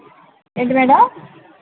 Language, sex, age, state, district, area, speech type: Telugu, female, 30-45, Andhra Pradesh, Konaseema, rural, conversation